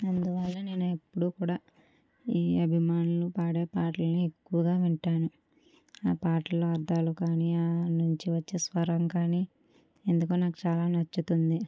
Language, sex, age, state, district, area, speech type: Telugu, female, 60+, Andhra Pradesh, Kakinada, rural, spontaneous